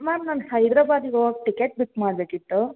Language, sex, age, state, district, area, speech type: Kannada, female, 18-30, Karnataka, Hassan, urban, conversation